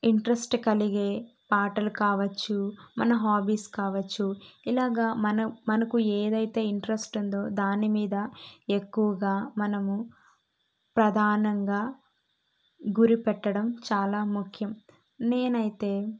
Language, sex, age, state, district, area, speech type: Telugu, female, 18-30, Andhra Pradesh, Kadapa, urban, spontaneous